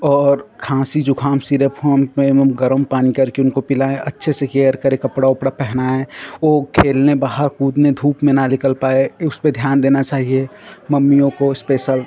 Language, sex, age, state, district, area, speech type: Hindi, male, 18-30, Uttar Pradesh, Ghazipur, rural, spontaneous